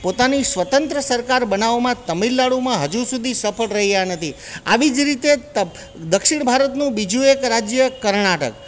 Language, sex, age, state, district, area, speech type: Gujarati, male, 45-60, Gujarat, Junagadh, urban, spontaneous